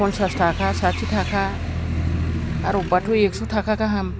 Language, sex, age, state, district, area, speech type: Bodo, female, 60+, Assam, Udalguri, rural, spontaneous